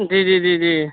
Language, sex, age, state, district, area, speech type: Urdu, male, 18-30, Bihar, Madhubani, urban, conversation